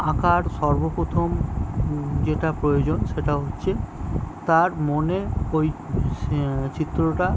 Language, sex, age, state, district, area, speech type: Bengali, male, 45-60, West Bengal, Birbhum, urban, spontaneous